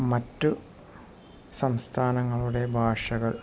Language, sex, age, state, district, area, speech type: Malayalam, male, 45-60, Kerala, Wayanad, rural, spontaneous